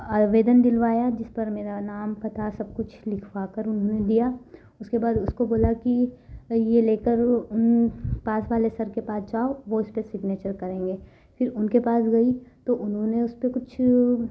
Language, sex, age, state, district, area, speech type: Hindi, female, 18-30, Madhya Pradesh, Ujjain, rural, spontaneous